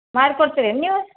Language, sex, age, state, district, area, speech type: Kannada, female, 60+, Karnataka, Belgaum, rural, conversation